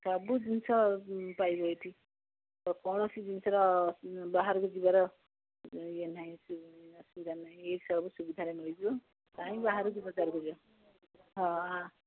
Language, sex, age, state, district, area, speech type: Odia, female, 60+, Odisha, Jagatsinghpur, rural, conversation